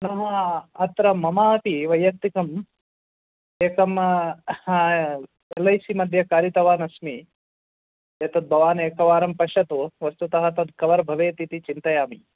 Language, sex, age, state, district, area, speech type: Sanskrit, male, 45-60, Karnataka, Bangalore Urban, urban, conversation